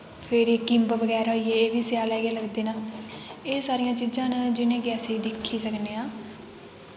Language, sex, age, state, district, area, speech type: Dogri, female, 18-30, Jammu and Kashmir, Kathua, rural, spontaneous